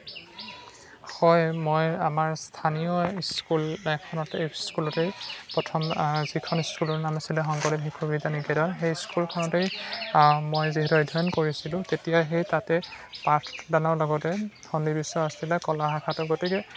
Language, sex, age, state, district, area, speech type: Assamese, male, 18-30, Assam, Lakhimpur, urban, spontaneous